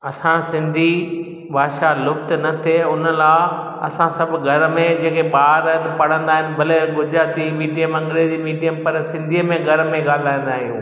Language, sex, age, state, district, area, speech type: Sindhi, male, 60+, Gujarat, Junagadh, rural, spontaneous